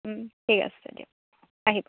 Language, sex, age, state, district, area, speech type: Assamese, female, 60+, Assam, Lakhimpur, urban, conversation